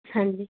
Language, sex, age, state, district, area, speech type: Punjabi, female, 18-30, Punjab, Fazilka, rural, conversation